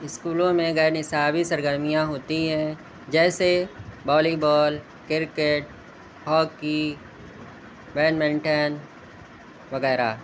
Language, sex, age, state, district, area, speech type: Urdu, male, 30-45, Uttar Pradesh, Shahjahanpur, urban, spontaneous